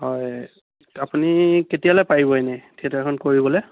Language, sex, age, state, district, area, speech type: Assamese, male, 30-45, Assam, Biswanath, rural, conversation